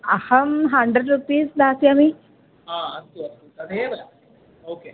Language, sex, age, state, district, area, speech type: Sanskrit, female, 18-30, Kerala, Palakkad, rural, conversation